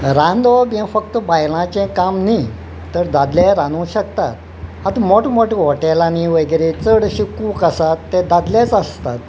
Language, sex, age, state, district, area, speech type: Goan Konkani, male, 60+, Goa, Quepem, rural, spontaneous